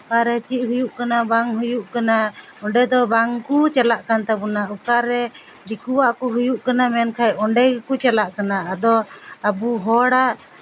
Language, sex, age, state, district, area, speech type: Santali, female, 30-45, West Bengal, Purba Bardhaman, rural, spontaneous